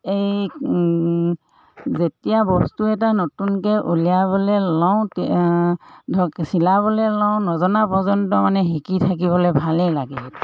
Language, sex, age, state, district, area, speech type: Assamese, female, 45-60, Assam, Dhemaji, urban, spontaneous